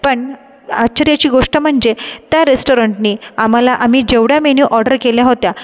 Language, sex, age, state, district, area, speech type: Marathi, female, 18-30, Maharashtra, Buldhana, urban, spontaneous